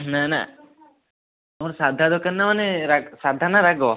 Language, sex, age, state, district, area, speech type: Odia, male, 18-30, Odisha, Kendujhar, urban, conversation